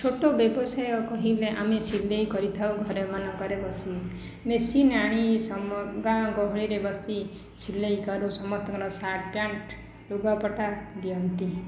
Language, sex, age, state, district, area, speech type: Odia, female, 30-45, Odisha, Khordha, rural, spontaneous